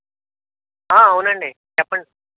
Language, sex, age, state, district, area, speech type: Telugu, male, 30-45, Andhra Pradesh, East Godavari, urban, conversation